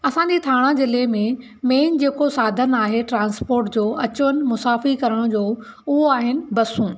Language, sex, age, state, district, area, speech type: Sindhi, female, 45-60, Maharashtra, Thane, urban, spontaneous